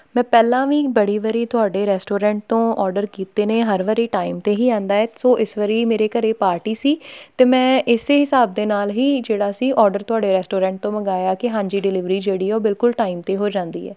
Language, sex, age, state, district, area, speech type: Punjabi, female, 18-30, Punjab, Tarn Taran, rural, spontaneous